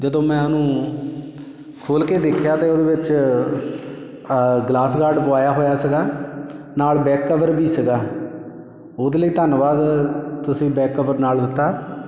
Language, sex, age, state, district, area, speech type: Punjabi, male, 45-60, Punjab, Shaheed Bhagat Singh Nagar, urban, spontaneous